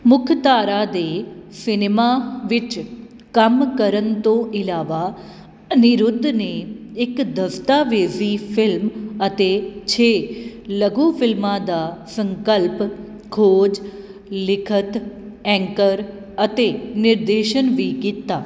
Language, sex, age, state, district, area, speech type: Punjabi, female, 30-45, Punjab, Kapurthala, urban, read